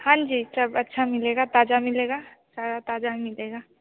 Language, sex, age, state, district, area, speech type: Hindi, female, 18-30, Bihar, Begusarai, rural, conversation